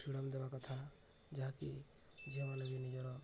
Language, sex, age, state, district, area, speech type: Odia, male, 18-30, Odisha, Subarnapur, urban, spontaneous